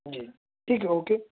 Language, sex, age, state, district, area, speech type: Urdu, male, 18-30, Delhi, South Delhi, urban, conversation